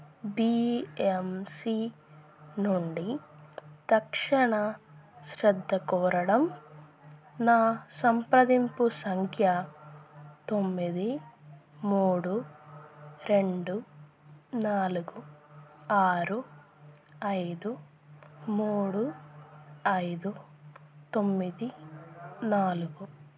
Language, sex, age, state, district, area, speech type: Telugu, female, 30-45, Andhra Pradesh, Krishna, rural, read